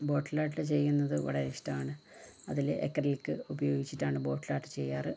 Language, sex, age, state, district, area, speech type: Malayalam, female, 30-45, Kerala, Kannur, rural, spontaneous